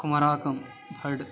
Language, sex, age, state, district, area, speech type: Telugu, male, 18-30, Andhra Pradesh, Nellore, urban, spontaneous